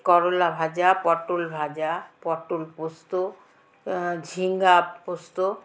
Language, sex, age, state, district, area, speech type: Bengali, female, 60+, West Bengal, Alipurduar, rural, spontaneous